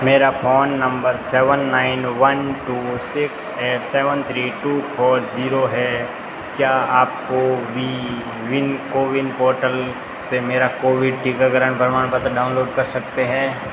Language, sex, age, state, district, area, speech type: Hindi, male, 18-30, Rajasthan, Jodhpur, urban, read